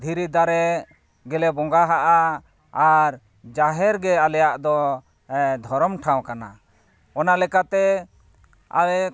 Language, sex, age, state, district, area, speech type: Santali, male, 30-45, Jharkhand, East Singhbhum, rural, spontaneous